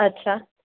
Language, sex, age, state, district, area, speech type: Gujarati, female, 45-60, Gujarat, Surat, urban, conversation